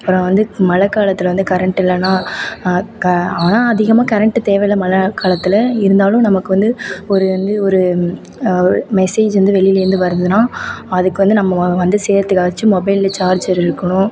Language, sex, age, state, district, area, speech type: Tamil, female, 18-30, Tamil Nadu, Thanjavur, urban, spontaneous